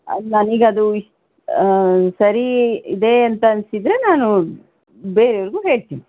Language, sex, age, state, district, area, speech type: Kannada, female, 30-45, Karnataka, Shimoga, rural, conversation